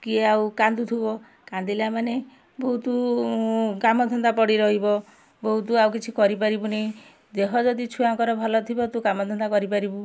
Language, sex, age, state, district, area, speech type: Odia, female, 45-60, Odisha, Kendujhar, urban, spontaneous